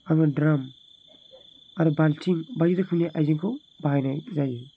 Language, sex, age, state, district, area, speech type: Bodo, male, 18-30, Assam, Chirang, urban, spontaneous